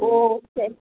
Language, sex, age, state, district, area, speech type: Tamil, female, 18-30, Tamil Nadu, Kanyakumari, rural, conversation